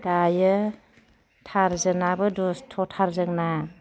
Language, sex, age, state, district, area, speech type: Bodo, female, 45-60, Assam, Chirang, rural, spontaneous